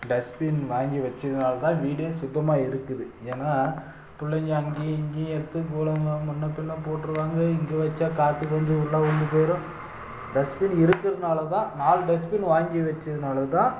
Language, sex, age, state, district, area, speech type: Tamil, male, 30-45, Tamil Nadu, Dharmapuri, urban, spontaneous